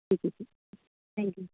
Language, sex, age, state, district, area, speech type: Urdu, female, 30-45, Delhi, North East Delhi, urban, conversation